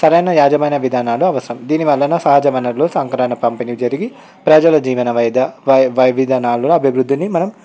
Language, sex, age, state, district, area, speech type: Telugu, male, 18-30, Telangana, Vikarabad, urban, spontaneous